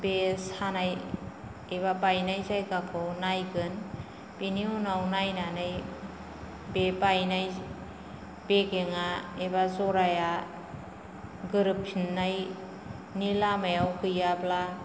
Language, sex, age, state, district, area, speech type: Bodo, female, 45-60, Assam, Kokrajhar, rural, spontaneous